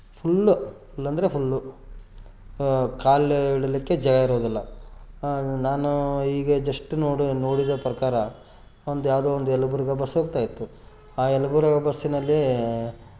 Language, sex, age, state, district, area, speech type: Kannada, male, 30-45, Karnataka, Gadag, rural, spontaneous